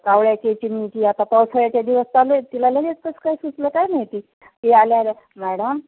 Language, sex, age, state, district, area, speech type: Marathi, female, 30-45, Maharashtra, Osmanabad, rural, conversation